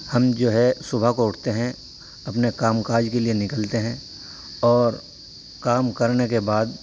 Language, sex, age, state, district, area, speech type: Urdu, male, 30-45, Uttar Pradesh, Saharanpur, urban, spontaneous